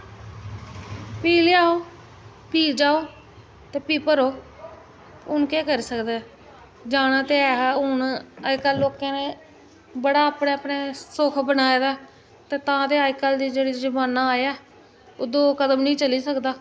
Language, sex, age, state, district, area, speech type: Dogri, female, 30-45, Jammu and Kashmir, Jammu, urban, spontaneous